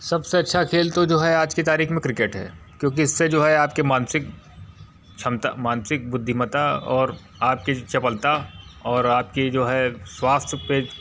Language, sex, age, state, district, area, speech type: Hindi, male, 45-60, Uttar Pradesh, Mirzapur, urban, spontaneous